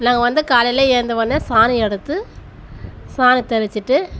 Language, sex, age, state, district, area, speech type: Tamil, female, 30-45, Tamil Nadu, Tiruvannamalai, rural, spontaneous